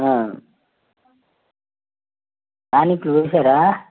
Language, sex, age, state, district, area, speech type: Telugu, male, 45-60, Telangana, Bhadradri Kothagudem, urban, conversation